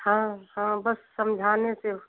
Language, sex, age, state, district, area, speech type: Hindi, female, 60+, Uttar Pradesh, Sitapur, rural, conversation